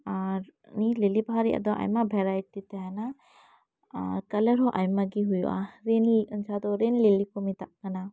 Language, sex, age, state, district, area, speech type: Santali, female, 30-45, West Bengal, Birbhum, rural, spontaneous